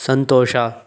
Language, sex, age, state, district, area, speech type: Kannada, male, 18-30, Karnataka, Chikkaballapur, rural, read